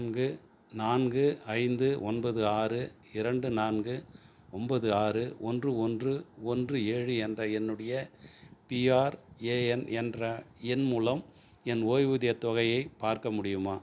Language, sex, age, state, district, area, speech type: Tamil, male, 60+, Tamil Nadu, Tiruvannamalai, urban, read